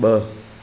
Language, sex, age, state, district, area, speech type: Sindhi, male, 18-30, Maharashtra, Thane, urban, read